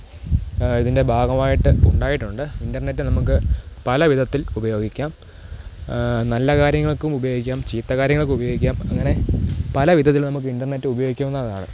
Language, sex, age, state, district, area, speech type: Malayalam, male, 18-30, Kerala, Thiruvananthapuram, rural, spontaneous